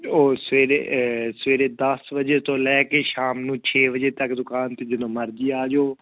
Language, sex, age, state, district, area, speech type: Punjabi, male, 18-30, Punjab, Fazilka, rural, conversation